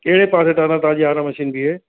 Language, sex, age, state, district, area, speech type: Sindhi, male, 30-45, Uttar Pradesh, Lucknow, rural, conversation